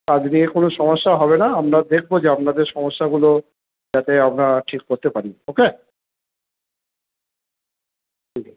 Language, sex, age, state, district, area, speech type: Bengali, male, 30-45, West Bengal, Purba Bardhaman, urban, conversation